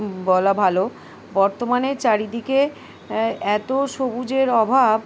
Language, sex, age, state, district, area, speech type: Bengali, female, 45-60, West Bengal, Uttar Dinajpur, urban, spontaneous